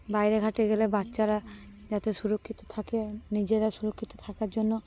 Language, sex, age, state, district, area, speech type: Bengali, female, 18-30, West Bengal, Cooch Behar, urban, spontaneous